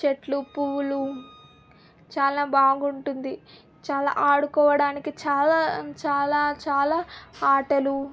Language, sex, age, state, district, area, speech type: Telugu, female, 18-30, Telangana, Medak, rural, spontaneous